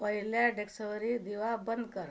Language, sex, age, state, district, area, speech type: Marathi, female, 45-60, Maharashtra, Washim, rural, read